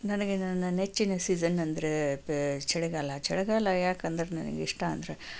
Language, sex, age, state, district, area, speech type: Kannada, female, 45-60, Karnataka, Chikkaballapur, rural, spontaneous